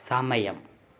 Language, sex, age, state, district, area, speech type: Malayalam, male, 18-30, Kerala, Malappuram, rural, read